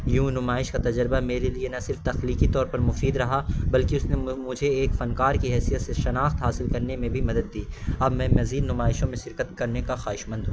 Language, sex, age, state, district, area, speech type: Urdu, male, 18-30, Uttar Pradesh, Azamgarh, rural, spontaneous